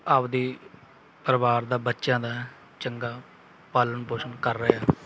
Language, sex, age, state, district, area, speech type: Punjabi, male, 30-45, Punjab, Bathinda, rural, spontaneous